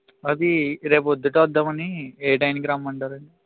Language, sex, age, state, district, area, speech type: Telugu, male, 18-30, Andhra Pradesh, Eluru, rural, conversation